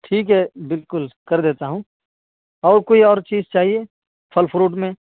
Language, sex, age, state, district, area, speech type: Urdu, male, 18-30, Uttar Pradesh, Saharanpur, urban, conversation